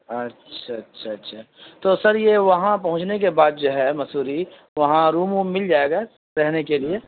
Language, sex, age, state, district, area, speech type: Urdu, male, 18-30, Uttar Pradesh, Saharanpur, urban, conversation